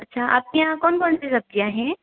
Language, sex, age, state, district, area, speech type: Hindi, female, 18-30, Madhya Pradesh, Ujjain, urban, conversation